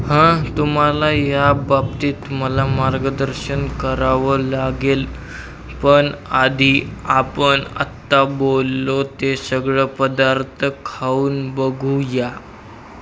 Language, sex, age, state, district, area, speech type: Marathi, male, 18-30, Maharashtra, Osmanabad, rural, read